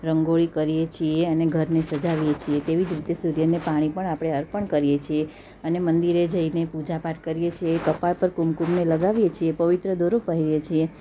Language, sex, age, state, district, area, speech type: Gujarati, female, 30-45, Gujarat, Surat, urban, spontaneous